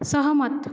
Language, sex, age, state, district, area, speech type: Marathi, female, 18-30, Maharashtra, Nagpur, urban, read